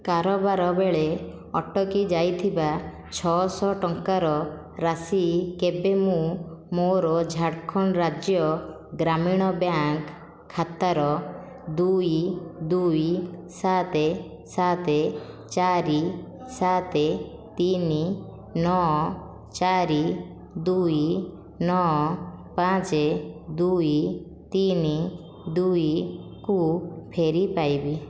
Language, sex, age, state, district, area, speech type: Odia, female, 30-45, Odisha, Khordha, rural, read